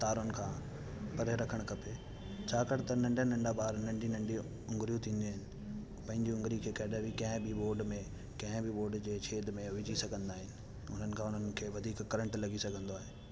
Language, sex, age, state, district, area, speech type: Sindhi, male, 18-30, Delhi, South Delhi, urban, spontaneous